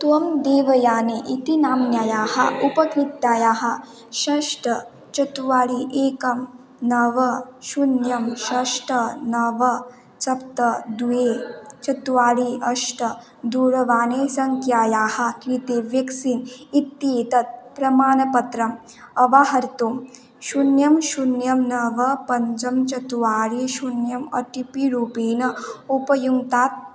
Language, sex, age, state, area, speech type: Sanskrit, female, 18-30, Assam, rural, read